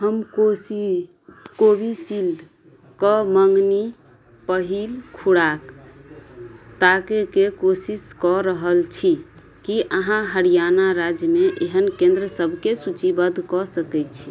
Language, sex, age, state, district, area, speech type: Maithili, female, 30-45, Bihar, Madhubani, rural, read